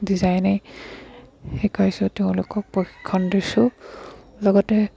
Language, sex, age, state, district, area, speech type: Assamese, female, 60+, Assam, Dibrugarh, rural, spontaneous